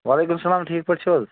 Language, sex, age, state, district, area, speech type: Kashmiri, male, 30-45, Jammu and Kashmir, Pulwama, rural, conversation